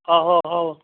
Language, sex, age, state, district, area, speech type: Manipuri, male, 60+, Manipur, Kangpokpi, urban, conversation